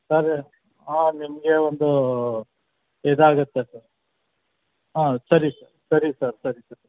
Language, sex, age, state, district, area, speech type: Kannada, male, 60+, Karnataka, Chamarajanagar, rural, conversation